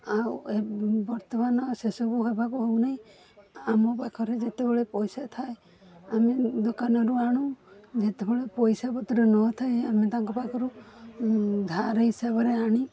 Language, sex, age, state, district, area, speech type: Odia, female, 45-60, Odisha, Balasore, rural, spontaneous